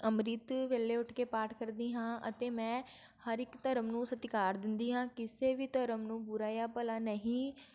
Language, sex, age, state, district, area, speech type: Punjabi, female, 18-30, Punjab, Shaheed Bhagat Singh Nagar, rural, spontaneous